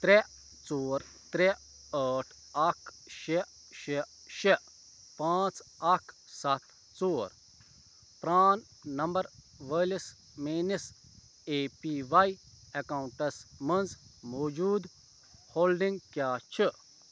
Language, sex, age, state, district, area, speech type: Kashmiri, male, 30-45, Jammu and Kashmir, Ganderbal, rural, read